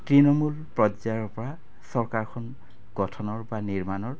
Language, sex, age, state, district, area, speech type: Assamese, male, 45-60, Assam, Goalpara, rural, spontaneous